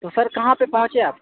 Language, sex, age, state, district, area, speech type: Urdu, male, 18-30, Delhi, South Delhi, urban, conversation